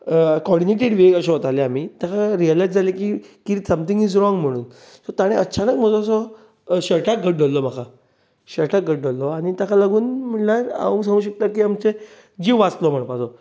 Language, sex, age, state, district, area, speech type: Goan Konkani, male, 30-45, Goa, Bardez, urban, spontaneous